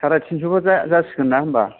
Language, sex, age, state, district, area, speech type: Bodo, male, 30-45, Assam, Kokrajhar, rural, conversation